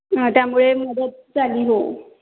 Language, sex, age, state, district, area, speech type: Marathi, female, 18-30, Maharashtra, Mumbai City, urban, conversation